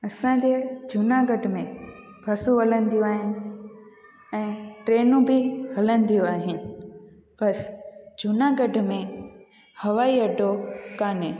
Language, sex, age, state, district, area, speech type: Sindhi, female, 18-30, Gujarat, Junagadh, urban, spontaneous